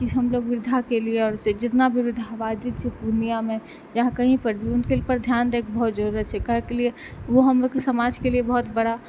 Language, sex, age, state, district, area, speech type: Maithili, female, 18-30, Bihar, Purnia, rural, spontaneous